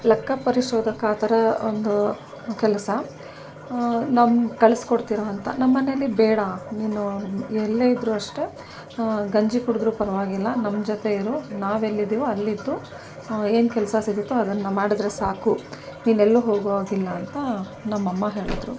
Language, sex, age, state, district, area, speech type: Kannada, female, 45-60, Karnataka, Mysore, rural, spontaneous